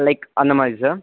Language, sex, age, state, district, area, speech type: Tamil, male, 18-30, Tamil Nadu, Nilgiris, urban, conversation